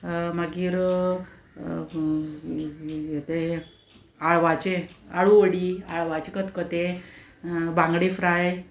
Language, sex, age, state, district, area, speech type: Goan Konkani, female, 45-60, Goa, Murmgao, urban, spontaneous